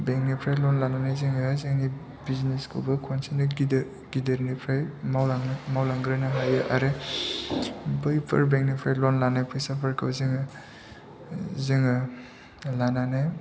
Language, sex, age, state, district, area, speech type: Bodo, male, 30-45, Assam, Chirang, rural, spontaneous